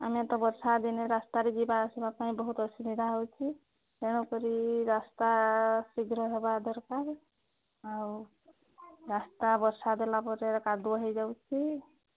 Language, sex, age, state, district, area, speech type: Odia, female, 45-60, Odisha, Mayurbhanj, rural, conversation